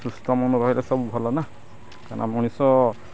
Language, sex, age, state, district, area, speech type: Odia, male, 45-60, Odisha, Sundergarh, urban, spontaneous